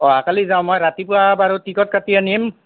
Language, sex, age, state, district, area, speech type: Assamese, male, 60+, Assam, Nalbari, rural, conversation